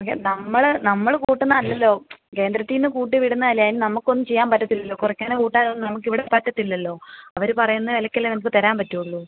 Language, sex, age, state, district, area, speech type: Malayalam, female, 18-30, Kerala, Kottayam, rural, conversation